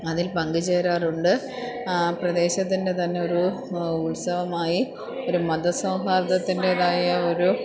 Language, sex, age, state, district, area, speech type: Malayalam, female, 30-45, Kerala, Kollam, rural, spontaneous